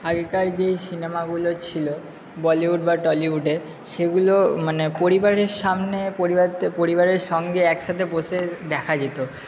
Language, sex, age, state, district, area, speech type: Bengali, male, 30-45, West Bengal, Purba Bardhaman, urban, spontaneous